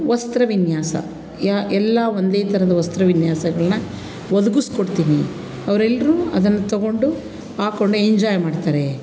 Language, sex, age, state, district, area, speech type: Kannada, female, 45-60, Karnataka, Mandya, rural, spontaneous